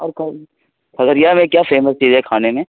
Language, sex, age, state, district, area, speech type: Urdu, male, 30-45, Bihar, Khagaria, rural, conversation